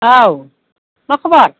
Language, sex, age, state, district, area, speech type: Bodo, female, 45-60, Assam, Kokrajhar, urban, conversation